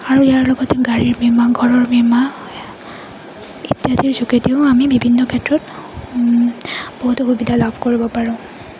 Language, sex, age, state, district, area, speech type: Assamese, female, 30-45, Assam, Goalpara, urban, spontaneous